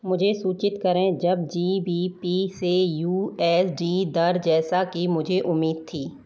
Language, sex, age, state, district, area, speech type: Hindi, female, 30-45, Rajasthan, Jaipur, urban, read